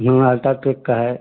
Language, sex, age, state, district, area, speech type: Hindi, male, 30-45, Uttar Pradesh, Ghazipur, rural, conversation